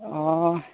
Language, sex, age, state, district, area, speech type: Assamese, male, 30-45, Assam, Golaghat, rural, conversation